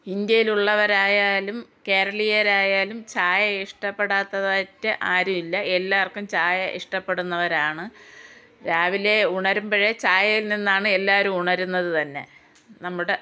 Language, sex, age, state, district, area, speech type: Malayalam, female, 60+, Kerala, Thiruvananthapuram, rural, spontaneous